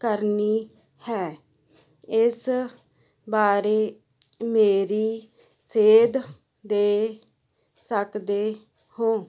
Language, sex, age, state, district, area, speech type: Punjabi, female, 45-60, Punjab, Muktsar, urban, read